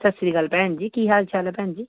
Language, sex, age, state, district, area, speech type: Punjabi, female, 30-45, Punjab, Pathankot, urban, conversation